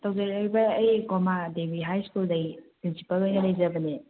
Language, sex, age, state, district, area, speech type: Manipuri, female, 30-45, Manipur, Kangpokpi, urban, conversation